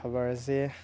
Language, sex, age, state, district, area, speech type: Manipuri, male, 18-30, Manipur, Thoubal, rural, spontaneous